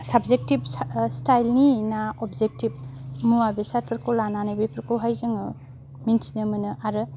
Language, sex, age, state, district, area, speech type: Bodo, female, 30-45, Assam, Kokrajhar, rural, spontaneous